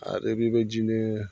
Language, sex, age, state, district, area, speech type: Bodo, male, 45-60, Assam, Chirang, rural, spontaneous